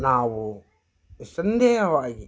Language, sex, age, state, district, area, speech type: Kannada, male, 60+, Karnataka, Vijayanagara, rural, spontaneous